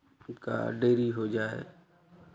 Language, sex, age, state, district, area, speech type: Hindi, male, 45-60, Uttar Pradesh, Chandauli, rural, spontaneous